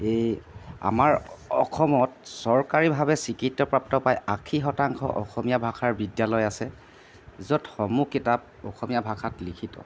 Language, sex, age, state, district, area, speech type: Assamese, male, 30-45, Assam, Jorhat, urban, spontaneous